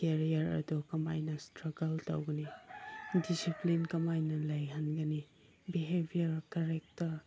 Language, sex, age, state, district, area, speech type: Manipuri, male, 30-45, Manipur, Chandel, rural, spontaneous